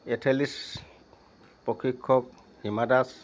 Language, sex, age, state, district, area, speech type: Assamese, male, 60+, Assam, Biswanath, rural, spontaneous